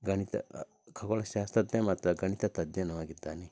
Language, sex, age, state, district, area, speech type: Kannada, male, 30-45, Karnataka, Koppal, rural, spontaneous